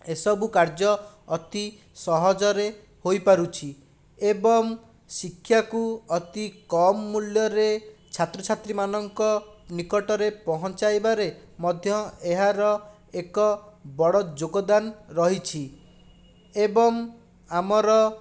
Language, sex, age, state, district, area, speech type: Odia, male, 30-45, Odisha, Bhadrak, rural, spontaneous